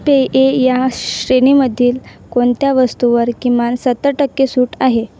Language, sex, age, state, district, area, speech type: Marathi, female, 18-30, Maharashtra, Wardha, rural, read